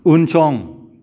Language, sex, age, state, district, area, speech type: Bodo, male, 45-60, Assam, Kokrajhar, urban, read